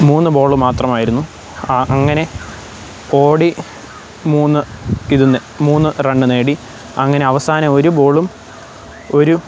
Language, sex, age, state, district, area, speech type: Malayalam, male, 18-30, Kerala, Pathanamthitta, rural, spontaneous